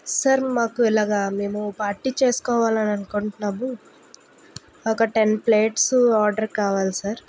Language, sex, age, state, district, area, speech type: Telugu, female, 30-45, Andhra Pradesh, Vizianagaram, rural, spontaneous